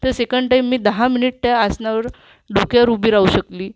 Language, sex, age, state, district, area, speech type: Marathi, female, 45-60, Maharashtra, Amravati, urban, spontaneous